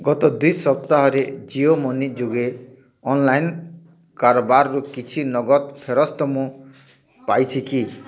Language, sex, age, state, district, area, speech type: Odia, male, 45-60, Odisha, Bargarh, urban, read